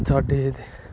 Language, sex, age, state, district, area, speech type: Punjabi, male, 18-30, Punjab, Shaheed Bhagat Singh Nagar, urban, spontaneous